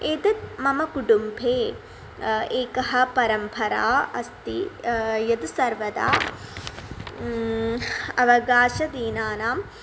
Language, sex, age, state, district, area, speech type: Sanskrit, female, 18-30, Kerala, Thrissur, rural, spontaneous